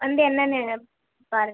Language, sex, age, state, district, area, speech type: Tamil, female, 18-30, Tamil Nadu, Tiruchirappalli, urban, conversation